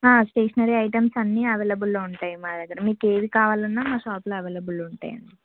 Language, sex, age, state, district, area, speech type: Telugu, female, 18-30, Telangana, Ranga Reddy, urban, conversation